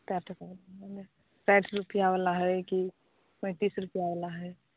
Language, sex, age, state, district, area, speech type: Maithili, female, 45-60, Bihar, Saharsa, rural, conversation